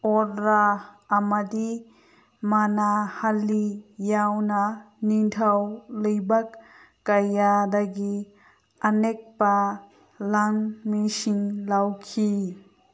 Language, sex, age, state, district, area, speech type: Manipuri, female, 30-45, Manipur, Senapati, rural, read